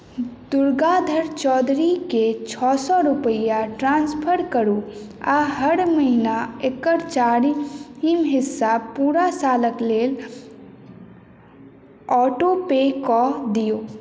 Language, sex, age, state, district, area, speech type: Maithili, female, 18-30, Bihar, Madhubani, urban, read